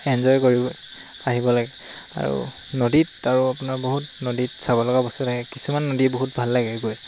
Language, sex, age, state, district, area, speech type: Assamese, male, 18-30, Assam, Lakhimpur, rural, spontaneous